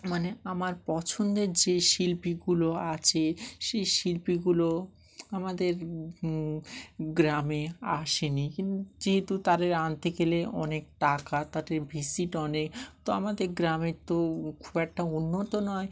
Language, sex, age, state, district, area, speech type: Bengali, male, 30-45, West Bengal, Dakshin Dinajpur, urban, spontaneous